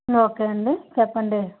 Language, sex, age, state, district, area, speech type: Telugu, female, 30-45, Andhra Pradesh, Chittoor, rural, conversation